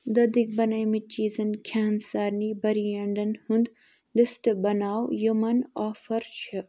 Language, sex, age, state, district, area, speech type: Kashmiri, female, 60+, Jammu and Kashmir, Ganderbal, urban, read